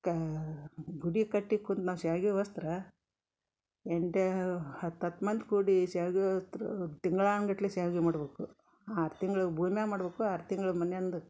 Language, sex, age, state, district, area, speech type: Kannada, female, 60+, Karnataka, Gadag, urban, spontaneous